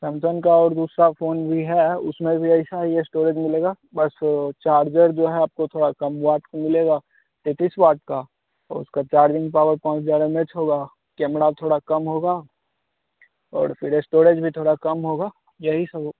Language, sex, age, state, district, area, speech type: Hindi, male, 18-30, Bihar, Begusarai, urban, conversation